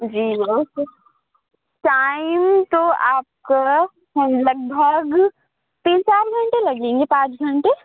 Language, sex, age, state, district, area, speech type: Urdu, female, 45-60, Uttar Pradesh, Lucknow, rural, conversation